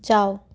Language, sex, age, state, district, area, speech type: Hindi, female, 30-45, Madhya Pradesh, Bhopal, urban, read